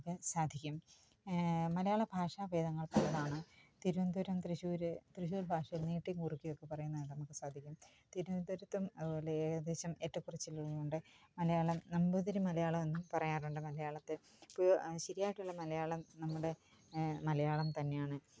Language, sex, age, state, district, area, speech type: Malayalam, female, 45-60, Kerala, Kottayam, rural, spontaneous